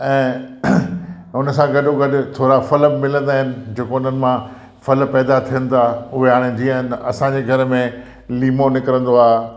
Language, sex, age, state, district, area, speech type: Sindhi, male, 60+, Gujarat, Kutch, urban, spontaneous